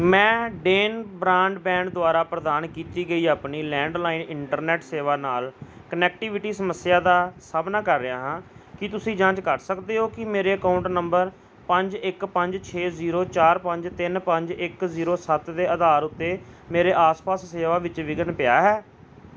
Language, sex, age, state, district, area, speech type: Punjabi, male, 30-45, Punjab, Gurdaspur, urban, read